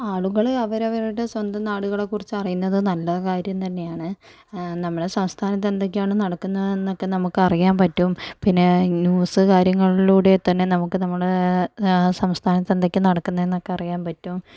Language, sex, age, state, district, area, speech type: Malayalam, female, 45-60, Kerala, Kozhikode, urban, spontaneous